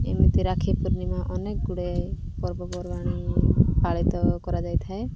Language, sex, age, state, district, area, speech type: Odia, female, 18-30, Odisha, Koraput, urban, spontaneous